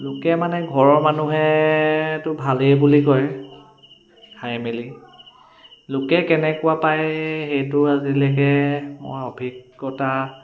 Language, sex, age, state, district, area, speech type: Assamese, male, 30-45, Assam, Sivasagar, urban, spontaneous